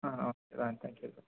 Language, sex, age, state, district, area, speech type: Tamil, male, 18-30, Tamil Nadu, Viluppuram, urban, conversation